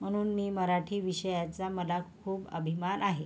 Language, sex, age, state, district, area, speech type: Marathi, female, 45-60, Maharashtra, Yavatmal, urban, spontaneous